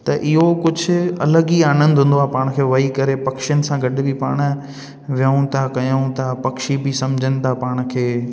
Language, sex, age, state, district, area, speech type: Sindhi, male, 18-30, Gujarat, Junagadh, urban, spontaneous